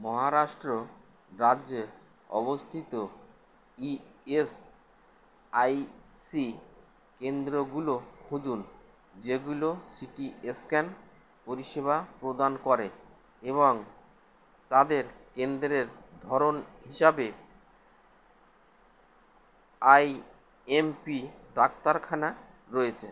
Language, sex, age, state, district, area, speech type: Bengali, male, 60+, West Bengal, Howrah, urban, read